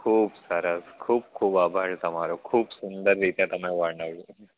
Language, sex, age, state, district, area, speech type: Gujarati, male, 18-30, Gujarat, Anand, urban, conversation